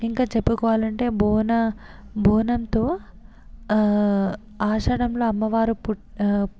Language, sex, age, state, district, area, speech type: Telugu, female, 18-30, Telangana, Hyderabad, urban, spontaneous